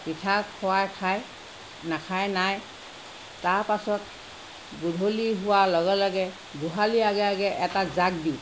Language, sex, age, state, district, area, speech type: Assamese, female, 45-60, Assam, Sivasagar, rural, spontaneous